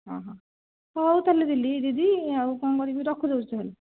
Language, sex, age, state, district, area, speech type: Odia, male, 60+, Odisha, Nayagarh, rural, conversation